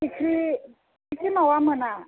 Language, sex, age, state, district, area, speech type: Bodo, female, 60+, Assam, Chirang, urban, conversation